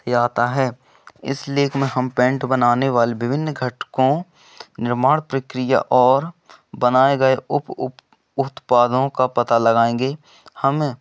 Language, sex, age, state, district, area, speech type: Hindi, male, 18-30, Madhya Pradesh, Seoni, urban, spontaneous